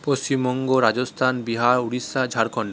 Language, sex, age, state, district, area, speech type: Bengali, male, 30-45, West Bengal, Purulia, urban, spontaneous